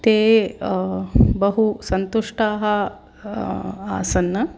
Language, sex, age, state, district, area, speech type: Sanskrit, female, 45-60, Tamil Nadu, Chennai, urban, spontaneous